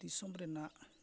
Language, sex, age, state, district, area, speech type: Santali, male, 45-60, Odisha, Mayurbhanj, rural, spontaneous